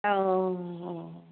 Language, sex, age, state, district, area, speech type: Assamese, female, 30-45, Assam, Majuli, urban, conversation